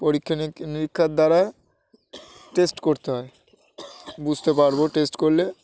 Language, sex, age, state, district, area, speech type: Bengali, male, 18-30, West Bengal, Uttar Dinajpur, urban, spontaneous